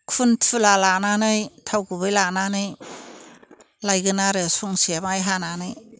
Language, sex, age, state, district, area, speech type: Bodo, female, 60+, Assam, Chirang, rural, spontaneous